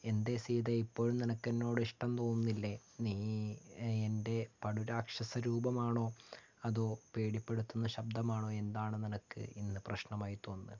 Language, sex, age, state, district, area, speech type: Malayalam, male, 18-30, Kerala, Wayanad, rural, spontaneous